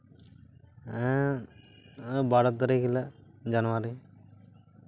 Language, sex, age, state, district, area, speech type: Santali, male, 18-30, West Bengal, Purba Bardhaman, rural, spontaneous